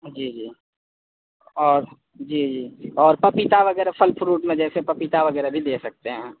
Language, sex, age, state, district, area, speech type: Urdu, male, 18-30, Delhi, South Delhi, urban, conversation